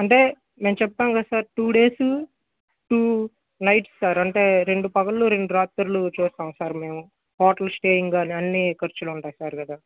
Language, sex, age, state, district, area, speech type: Telugu, male, 18-30, Andhra Pradesh, Guntur, urban, conversation